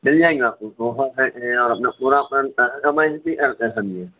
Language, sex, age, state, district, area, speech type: Urdu, male, 45-60, Telangana, Hyderabad, urban, conversation